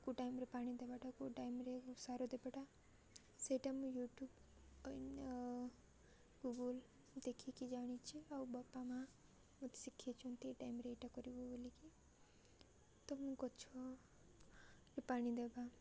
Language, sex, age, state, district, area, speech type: Odia, female, 18-30, Odisha, Koraput, urban, spontaneous